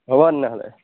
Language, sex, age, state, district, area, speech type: Assamese, male, 18-30, Assam, Majuli, urban, conversation